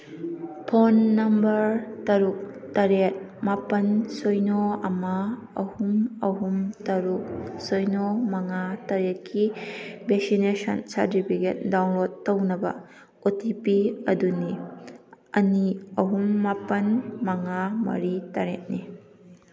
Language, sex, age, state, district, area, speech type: Manipuri, female, 30-45, Manipur, Kakching, rural, read